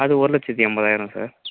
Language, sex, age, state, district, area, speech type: Tamil, male, 18-30, Tamil Nadu, Perambalur, urban, conversation